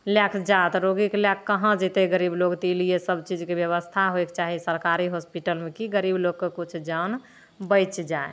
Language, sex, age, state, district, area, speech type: Maithili, female, 18-30, Bihar, Begusarai, rural, spontaneous